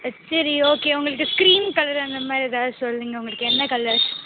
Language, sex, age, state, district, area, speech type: Tamil, female, 18-30, Tamil Nadu, Pudukkottai, rural, conversation